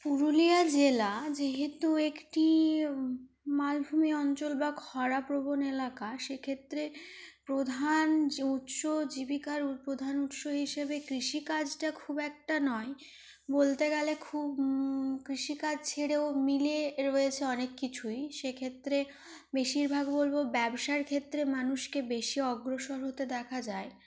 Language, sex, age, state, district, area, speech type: Bengali, female, 18-30, West Bengal, Purulia, urban, spontaneous